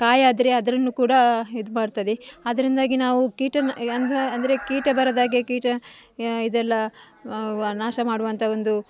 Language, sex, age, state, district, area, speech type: Kannada, female, 45-60, Karnataka, Dakshina Kannada, rural, spontaneous